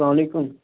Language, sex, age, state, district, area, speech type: Kashmiri, male, 30-45, Jammu and Kashmir, Budgam, rural, conversation